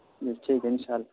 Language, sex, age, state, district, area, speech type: Urdu, male, 18-30, Bihar, Purnia, rural, conversation